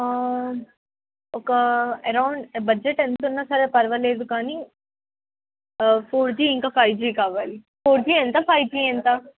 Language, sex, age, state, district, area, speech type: Telugu, female, 18-30, Telangana, Yadadri Bhuvanagiri, urban, conversation